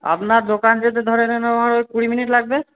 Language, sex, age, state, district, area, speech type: Bengali, male, 45-60, West Bengal, Purba Bardhaman, urban, conversation